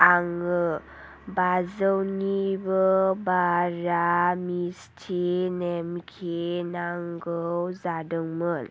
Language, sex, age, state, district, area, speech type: Bodo, female, 30-45, Assam, Chirang, rural, spontaneous